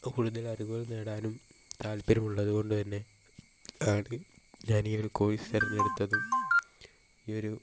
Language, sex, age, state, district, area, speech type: Malayalam, male, 18-30, Kerala, Kozhikode, rural, spontaneous